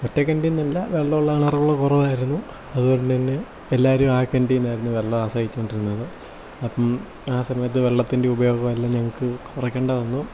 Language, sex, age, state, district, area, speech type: Malayalam, male, 18-30, Kerala, Kottayam, rural, spontaneous